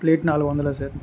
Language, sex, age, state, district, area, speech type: Telugu, male, 45-60, Andhra Pradesh, Anakapalli, rural, spontaneous